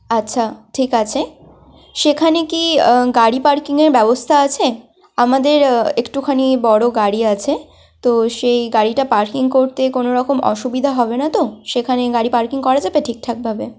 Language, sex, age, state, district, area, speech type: Bengali, female, 18-30, West Bengal, Malda, rural, spontaneous